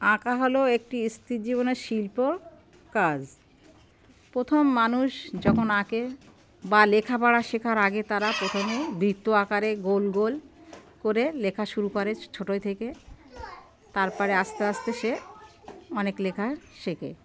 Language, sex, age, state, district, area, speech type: Bengali, female, 45-60, West Bengal, Darjeeling, urban, spontaneous